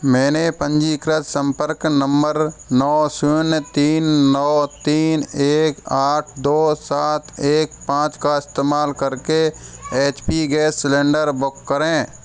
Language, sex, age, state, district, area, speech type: Hindi, male, 18-30, Rajasthan, Karauli, rural, read